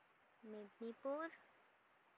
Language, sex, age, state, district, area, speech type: Santali, female, 18-30, West Bengal, Bankura, rural, spontaneous